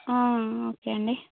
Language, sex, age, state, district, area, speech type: Telugu, female, 18-30, Telangana, Adilabad, rural, conversation